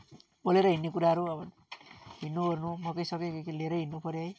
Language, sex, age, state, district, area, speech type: Nepali, male, 45-60, West Bengal, Darjeeling, rural, spontaneous